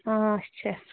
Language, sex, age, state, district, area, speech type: Kashmiri, female, 18-30, Jammu and Kashmir, Anantnag, rural, conversation